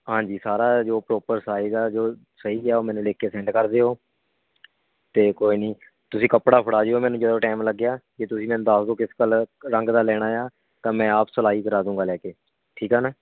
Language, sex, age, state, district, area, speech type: Punjabi, male, 18-30, Punjab, Shaheed Bhagat Singh Nagar, rural, conversation